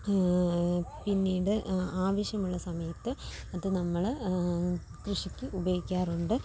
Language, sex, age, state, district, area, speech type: Malayalam, female, 18-30, Kerala, Kollam, rural, spontaneous